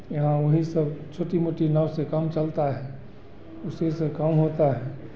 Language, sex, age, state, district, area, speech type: Hindi, male, 60+, Bihar, Begusarai, urban, spontaneous